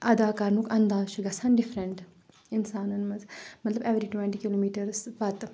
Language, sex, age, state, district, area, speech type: Kashmiri, female, 30-45, Jammu and Kashmir, Kupwara, rural, spontaneous